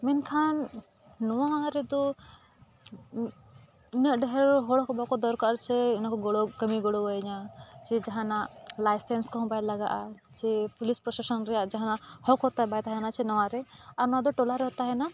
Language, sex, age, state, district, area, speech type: Santali, female, 18-30, Jharkhand, Bokaro, rural, spontaneous